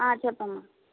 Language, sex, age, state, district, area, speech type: Telugu, female, 30-45, Andhra Pradesh, Palnadu, urban, conversation